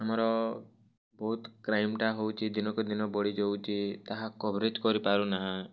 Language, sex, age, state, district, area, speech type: Odia, male, 18-30, Odisha, Kalahandi, rural, spontaneous